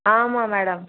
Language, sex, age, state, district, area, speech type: Tamil, female, 60+, Tamil Nadu, Viluppuram, rural, conversation